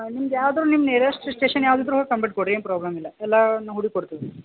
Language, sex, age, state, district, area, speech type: Kannada, male, 30-45, Karnataka, Belgaum, urban, conversation